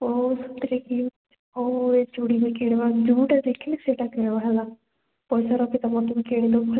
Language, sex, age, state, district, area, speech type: Odia, female, 18-30, Odisha, Koraput, urban, conversation